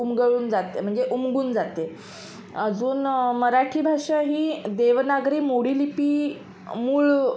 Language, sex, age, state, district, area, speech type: Marathi, female, 30-45, Maharashtra, Mumbai Suburban, urban, spontaneous